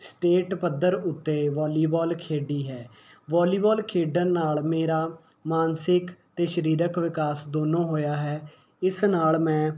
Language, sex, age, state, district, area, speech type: Punjabi, male, 18-30, Punjab, Mohali, urban, spontaneous